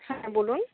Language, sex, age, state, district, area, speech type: Bengali, female, 45-60, West Bengal, Nadia, urban, conversation